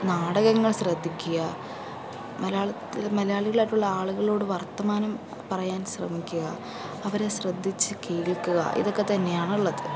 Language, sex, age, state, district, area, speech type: Malayalam, female, 30-45, Kerala, Palakkad, urban, spontaneous